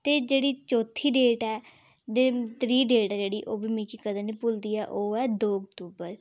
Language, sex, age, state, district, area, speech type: Dogri, female, 18-30, Jammu and Kashmir, Udhampur, rural, spontaneous